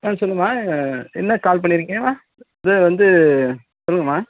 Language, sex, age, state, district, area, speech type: Tamil, male, 60+, Tamil Nadu, Tenkasi, urban, conversation